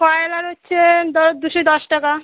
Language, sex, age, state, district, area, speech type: Bengali, female, 18-30, West Bengal, Howrah, urban, conversation